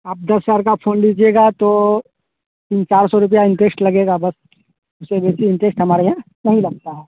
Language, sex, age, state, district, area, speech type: Hindi, male, 30-45, Bihar, Vaishali, rural, conversation